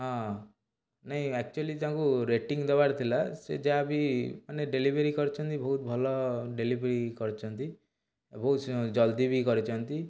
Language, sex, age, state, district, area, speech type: Odia, male, 18-30, Odisha, Cuttack, urban, spontaneous